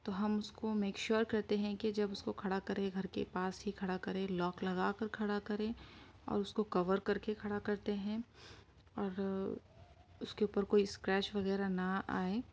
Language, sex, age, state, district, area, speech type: Urdu, female, 30-45, Uttar Pradesh, Gautam Buddha Nagar, rural, spontaneous